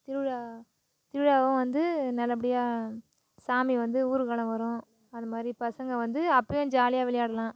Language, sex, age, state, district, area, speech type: Tamil, female, 30-45, Tamil Nadu, Tiruvannamalai, rural, spontaneous